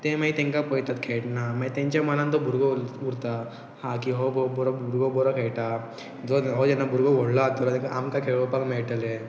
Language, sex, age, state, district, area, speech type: Goan Konkani, male, 18-30, Goa, Pernem, rural, spontaneous